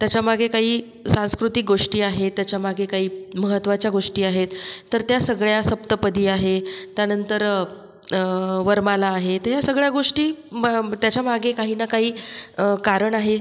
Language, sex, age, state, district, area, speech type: Marathi, female, 45-60, Maharashtra, Buldhana, rural, spontaneous